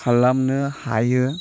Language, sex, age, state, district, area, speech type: Bodo, male, 30-45, Assam, Chirang, urban, spontaneous